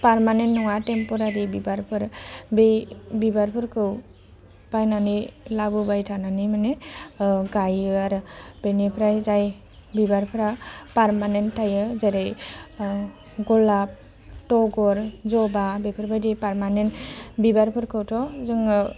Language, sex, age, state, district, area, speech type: Bodo, female, 18-30, Assam, Udalguri, rural, spontaneous